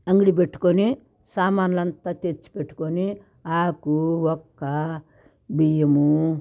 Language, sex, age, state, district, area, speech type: Telugu, female, 60+, Andhra Pradesh, Sri Balaji, urban, spontaneous